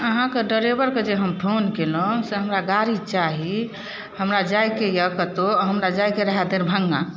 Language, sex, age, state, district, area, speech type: Maithili, female, 30-45, Bihar, Darbhanga, urban, spontaneous